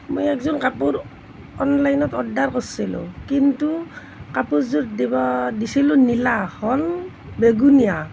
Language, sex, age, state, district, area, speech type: Assamese, female, 60+, Assam, Nalbari, rural, spontaneous